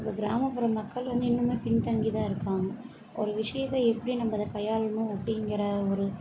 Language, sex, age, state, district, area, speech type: Tamil, female, 30-45, Tamil Nadu, Chennai, urban, spontaneous